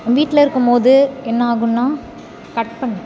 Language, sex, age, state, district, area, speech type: Tamil, female, 30-45, Tamil Nadu, Thanjavur, rural, spontaneous